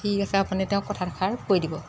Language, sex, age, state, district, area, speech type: Assamese, female, 45-60, Assam, Golaghat, urban, spontaneous